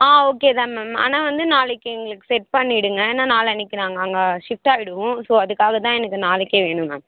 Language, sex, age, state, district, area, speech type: Tamil, female, 18-30, Tamil Nadu, Vellore, urban, conversation